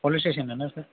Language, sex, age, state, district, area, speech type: Kannada, male, 30-45, Karnataka, Belgaum, rural, conversation